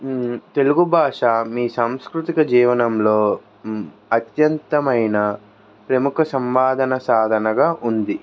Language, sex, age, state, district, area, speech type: Telugu, male, 18-30, Andhra Pradesh, N T Rama Rao, urban, spontaneous